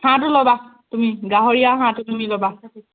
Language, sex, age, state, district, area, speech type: Assamese, female, 18-30, Assam, Charaideo, rural, conversation